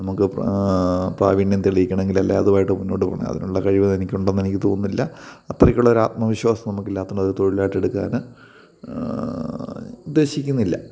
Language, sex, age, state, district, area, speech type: Malayalam, male, 30-45, Kerala, Kottayam, rural, spontaneous